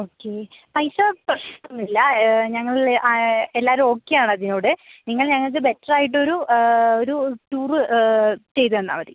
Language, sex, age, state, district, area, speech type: Malayalam, female, 18-30, Kerala, Kozhikode, rural, conversation